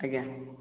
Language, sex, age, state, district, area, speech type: Odia, male, 18-30, Odisha, Khordha, rural, conversation